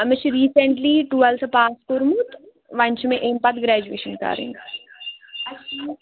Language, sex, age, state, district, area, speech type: Kashmiri, female, 18-30, Jammu and Kashmir, Baramulla, rural, conversation